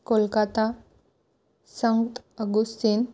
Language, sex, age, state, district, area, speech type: Marathi, female, 18-30, Maharashtra, Kolhapur, urban, spontaneous